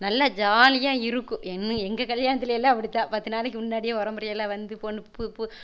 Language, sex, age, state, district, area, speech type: Tamil, female, 30-45, Tamil Nadu, Erode, rural, spontaneous